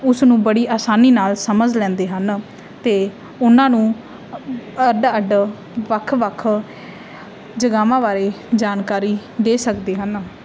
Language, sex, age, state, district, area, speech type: Punjabi, female, 18-30, Punjab, Mansa, rural, spontaneous